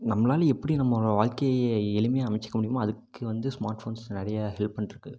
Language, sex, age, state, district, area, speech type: Tamil, male, 18-30, Tamil Nadu, Namakkal, rural, spontaneous